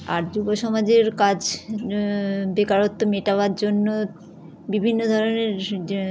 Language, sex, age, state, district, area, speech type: Bengali, female, 60+, West Bengal, Howrah, urban, spontaneous